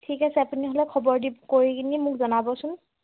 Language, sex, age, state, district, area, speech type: Assamese, female, 18-30, Assam, Majuli, urban, conversation